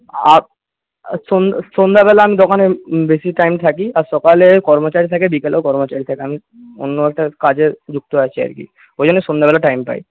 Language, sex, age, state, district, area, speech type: Bengali, male, 18-30, West Bengal, Jhargram, rural, conversation